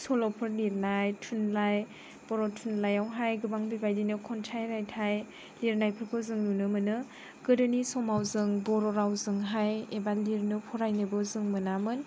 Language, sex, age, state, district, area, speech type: Bodo, female, 18-30, Assam, Chirang, rural, spontaneous